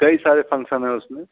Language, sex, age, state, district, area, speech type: Hindi, male, 60+, Uttar Pradesh, Mirzapur, urban, conversation